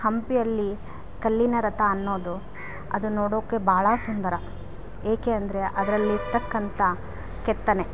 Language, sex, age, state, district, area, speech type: Kannada, female, 30-45, Karnataka, Vijayanagara, rural, spontaneous